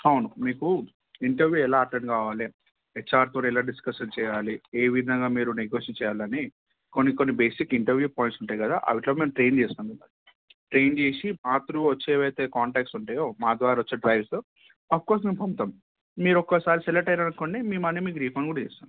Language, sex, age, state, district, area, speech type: Telugu, male, 18-30, Telangana, Hyderabad, urban, conversation